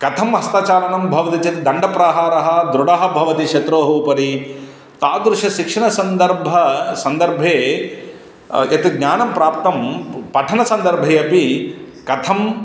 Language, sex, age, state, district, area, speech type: Sanskrit, male, 30-45, Andhra Pradesh, Guntur, urban, spontaneous